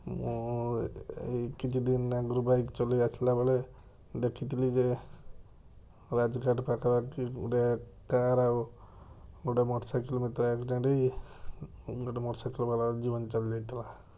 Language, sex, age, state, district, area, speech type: Odia, male, 45-60, Odisha, Balasore, rural, spontaneous